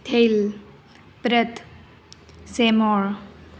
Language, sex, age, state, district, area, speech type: Marathi, female, 18-30, Maharashtra, Nashik, urban, spontaneous